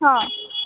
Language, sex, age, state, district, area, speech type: Marathi, female, 18-30, Maharashtra, Buldhana, urban, conversation